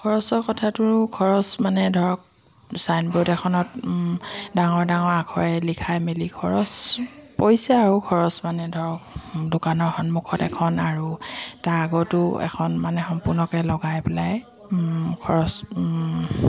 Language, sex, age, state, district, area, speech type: Assamese, female, 45-60, Assam, Dibrugarh, rural, spontaneous